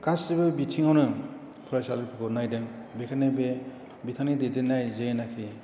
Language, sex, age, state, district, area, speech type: Bodo, male, 60+, Assam, Chirang, urban, spontaneous